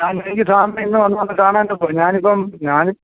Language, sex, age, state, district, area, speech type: Malayalam, male, 45-60, Kerala, Alappuzha, urban, conversation